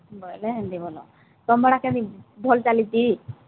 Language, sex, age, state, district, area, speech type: Odia, female, 18-30, Odisha, Sambalpur, rural, conversation